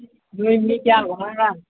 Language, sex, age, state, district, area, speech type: Manipuri, male, 18-30, Manipur, Senapati, rural, conversation